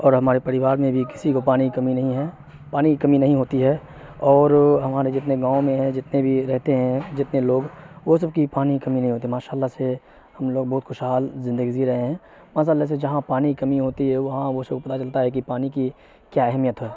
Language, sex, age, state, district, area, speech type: Urdu, male, 18-30, Bihar, Supaul, rural, spontaneous